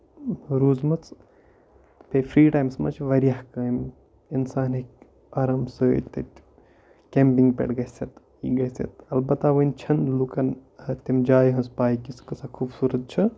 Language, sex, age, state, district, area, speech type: Kashmiri, male, 18-30, Jammu and Kashmir, Kupwara, rural, spontaneous